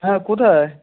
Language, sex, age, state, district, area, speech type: Bengali, male, 30-45, West Bengal, North 24 Parganas, rural, conversation